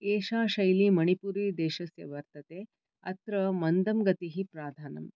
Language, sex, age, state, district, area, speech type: Sanskrit, female, 45-60, Karnataka, Bangalore Urban, urban, spontaneous